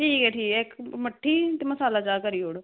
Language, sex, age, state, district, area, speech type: Dogri, female, 18-30, Jammu and Kashmir, Samba, rural, conversation